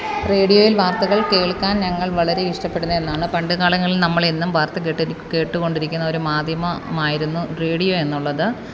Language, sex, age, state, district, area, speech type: Malayalam, female, 30-45, Kerala, Kollam, rural, spontaneous